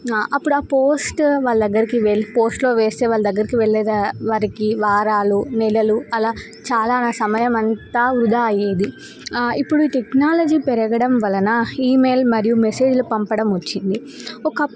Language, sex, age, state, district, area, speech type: Telugu, female, 18-30, Telangana, Nizamabad, urban, spontaneous